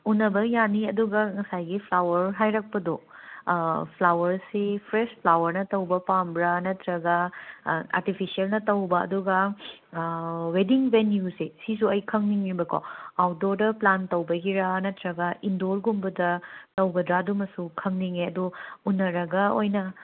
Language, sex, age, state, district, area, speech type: Manipuri, female, 45-60, Manipur, Imphal West, urban, conversation